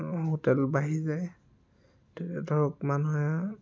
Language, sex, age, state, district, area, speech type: Assamese, male, 30-45, Assam, Dhemaji, rural, spontaneous